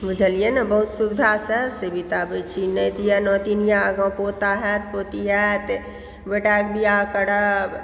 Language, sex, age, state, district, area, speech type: Maithili, female, 60+, Bihar, Supaul, rural, spontaneous